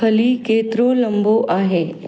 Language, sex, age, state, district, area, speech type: Sindhi, female, 45-60, Maharashtra, Mumbai Suburban, urban, read